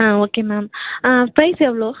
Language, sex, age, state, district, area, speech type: Tamil, female, 30-45, Tamil Nadu, Tiruvarur, rural, conversation